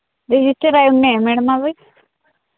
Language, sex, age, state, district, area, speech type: Telugu, female, 30-45, Telangana, Hanamkonda, rural, conversation